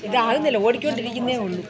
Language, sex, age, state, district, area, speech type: Malayalam, female, 45-60, Kerala, Thiruvananthapuram, urban, spontaneous